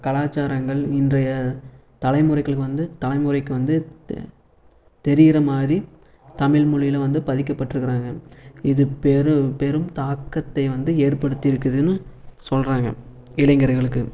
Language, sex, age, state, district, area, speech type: Tamil, male, 18-30, Tamil Nadu, Erode, urban, spontaneous